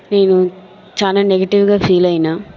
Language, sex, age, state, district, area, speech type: Telugu, female, 30-45, Andhra Pradesh, Chittoor, urban, spontaneous